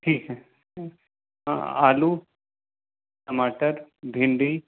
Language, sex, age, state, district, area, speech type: Hindi, male, 45-60, Madhya Pradesh, Bhopal, urban, conversation